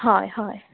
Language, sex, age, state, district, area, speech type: Goan Konkani, female, 30-45, Goa, Ponda, rural, conversation